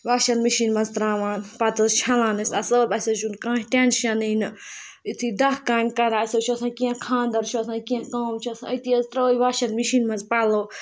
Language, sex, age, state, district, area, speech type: Kashmiri, female, 30-45, Jammu and Kashmir, Ganderbal, rural, spontaneous